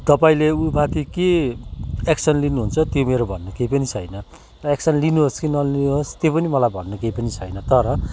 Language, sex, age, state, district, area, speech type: Nepali, male, 45-60, West Bengal, Kalimpong, rural, spontaneous